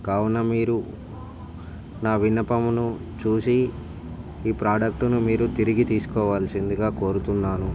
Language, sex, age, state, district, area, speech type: Telugu, male, 45-60, Andhra Pradesh, Visakhapatnam, urban, spontaneous